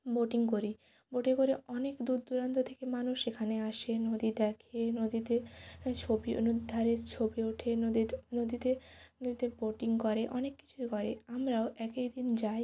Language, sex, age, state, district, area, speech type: Bengali, female, 18-30, West Bengal, Jalpaiguri, rural, spontaneous